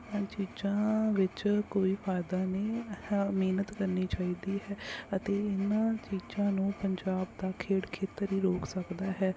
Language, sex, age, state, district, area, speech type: Punjabi, female, 30-45, Punjab, Mansa, urban, spontaneous